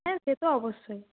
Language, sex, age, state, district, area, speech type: Bengali, female, 45-60, West Bengal, Nadia, rural, conversation